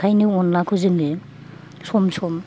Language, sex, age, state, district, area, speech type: Bodo, female, 60+, Assam, Kokrajhar, urban, spontaneous